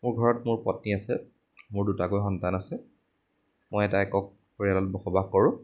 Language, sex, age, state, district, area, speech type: Assamese, male, 18-30, Assam, Majuli, rural, spontaneous